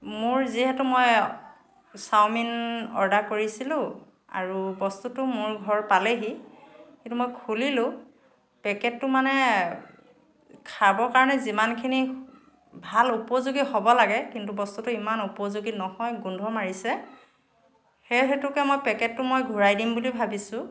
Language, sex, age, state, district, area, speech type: Assamese, female, 45-60, Assam, Dhemaji, rural, spontaneous